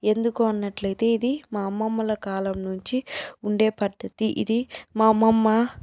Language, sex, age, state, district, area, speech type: Telugu, female, 30-45, Andhra Pradesh, Chittoor, rural, spontaneous